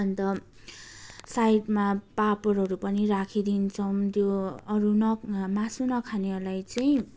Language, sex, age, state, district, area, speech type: Nepali, female, 18-30, West Bengal, Darjeeling, rural, spontaneous